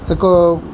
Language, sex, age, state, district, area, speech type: Odia, male, 45-60, Odisha, Kendujhar, urban, spontaneous